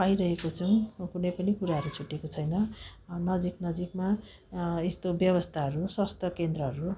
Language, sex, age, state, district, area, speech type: Nepali, female, 45-60, West Bengal, Darjeeling, rural, spontaneous